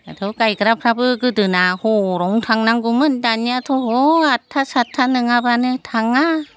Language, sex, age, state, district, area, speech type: Bodo, female, 60+, Assam, Chirang, rural, spontaneous